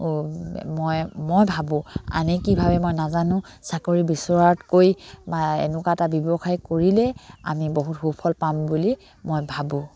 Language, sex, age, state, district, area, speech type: Assamese, female, 45-60, Assam, Dibrugarh, rural, spontaneous